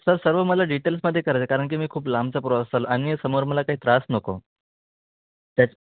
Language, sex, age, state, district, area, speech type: Marathi, male, 18-30, Maharashtra, Wardha, urban, conversation